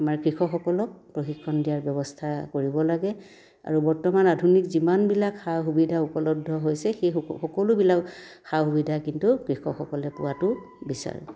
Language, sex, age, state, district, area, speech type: Assamese, female, 45-60, Assam, Dhemaji, rural, spontaneous